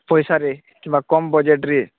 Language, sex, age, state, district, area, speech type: Odia, male, 30-45, Odisha, Bargarh, urban, conversation